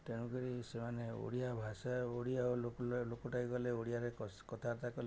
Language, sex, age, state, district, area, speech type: Odia, male, 60+, Odisha, Jagatsinghpur, rural, spontaneous